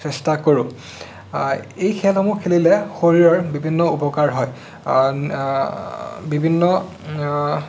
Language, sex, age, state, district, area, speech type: Assamese, male, 18-30, Assam, Sonitpur, rural, spontaneous